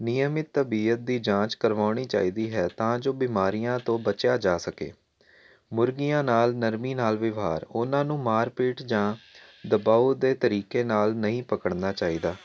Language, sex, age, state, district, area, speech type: Punjabi, male, 18-30, Punjab, Jalandhar, urban, spontaneous